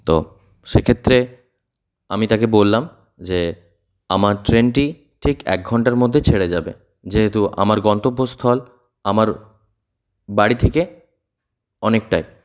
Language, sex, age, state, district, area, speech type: Bengali, male, 30-45, West Bengal, South 24 Parganas, rural, spontaneous